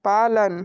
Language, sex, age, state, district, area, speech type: Hindi, male, 30-45, Uttar Pradesh, Sonbhadra, rural, read